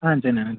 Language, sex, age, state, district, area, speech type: Tamil, male, 18-30, Tamil Nadu, Madurai, rural, conversation